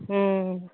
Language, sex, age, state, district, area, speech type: Maithili, female, 30-45, Bihar, Samastipur, urban, conversation